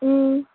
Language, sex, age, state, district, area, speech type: Telugu, female, 18-30, Telangana, Komaram Bheem, urban, conversation